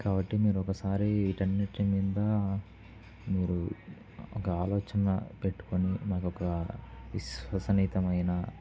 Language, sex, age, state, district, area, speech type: Telugu, male, 18-30, Andhra Pradesh, Kurnool, urban, spontaneous